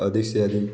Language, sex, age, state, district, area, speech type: Hindi, male, 30-45, Uttar Pradesh, Bhadohi, rural, spontaneous